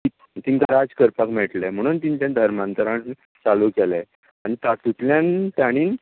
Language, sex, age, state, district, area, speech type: Goan Konkani, male, 45-60, Goa, Tiswadi, rural, conversation